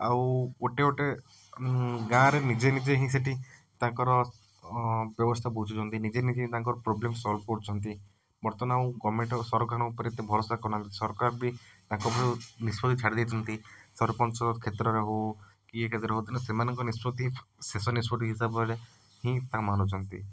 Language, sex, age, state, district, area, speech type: Odia, male, 30-45, Odisha, Cuttack, urban, spontaneous